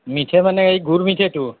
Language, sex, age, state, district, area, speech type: Assamese, male, 60+, Assam, Nalbari, rural, conversation